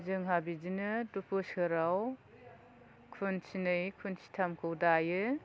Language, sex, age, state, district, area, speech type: Bodo, female, 30-45, Assam, Chirang, rural, spontaneous